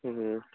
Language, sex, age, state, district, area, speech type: Manipuri, male, 18-30, Manipur, Churachandpur, rural, conversation